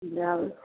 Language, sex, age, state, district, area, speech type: Telugu, female, 30-45, Telangana, Mancherial, rural, conversation